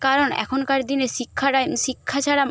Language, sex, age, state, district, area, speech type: Bengali, female, 45-60, West Bengal, Jhargram, rural, spontaneous